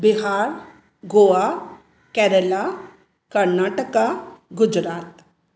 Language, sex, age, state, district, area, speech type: Sindhi, female, 45-60, Maharashtra, Mumbai Suburban, urban, spontaneous